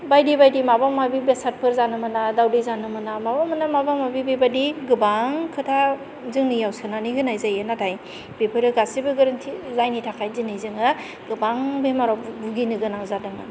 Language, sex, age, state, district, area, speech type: Bodo, female, 45-60, Assam, Kokrajhar, urban, spontaneous